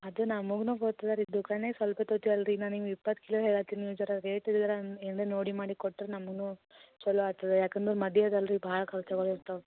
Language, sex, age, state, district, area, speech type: Kannada, female, 18-30, Karnataka, Gulbarga, urban, conversation